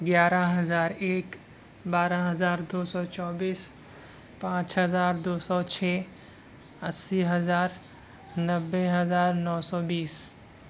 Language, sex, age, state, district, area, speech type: Urdu, male, 60+, Maharashtra, Nashik, urban, spontaneous